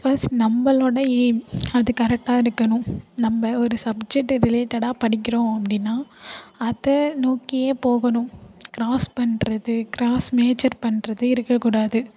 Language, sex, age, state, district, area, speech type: Tamil, female, 18-30, Tamil Nadu, Thanjavur, urban, spontaneous